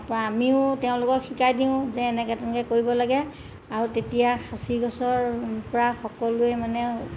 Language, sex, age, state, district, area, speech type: Assamese, female, 60+, Assam, Golaghat, urban, spontaneous